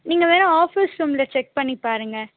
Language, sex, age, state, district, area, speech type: Tamil, female, 18-30, Tamil Nadu, Pudukkottai, rural, conversation